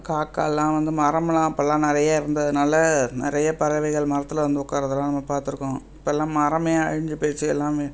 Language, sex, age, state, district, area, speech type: Tamil, female, 60+, Tamil Nadu, Thanjavur, urban, spontaneous